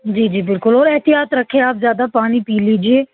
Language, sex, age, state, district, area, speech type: Urdu, female, 18-30, Jammu and Kashmir, Srinagar, urban, conversation